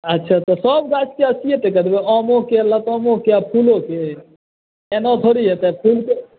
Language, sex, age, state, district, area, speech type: Maithili, male, 30-45, Bihar, Saharsa, rural, conversation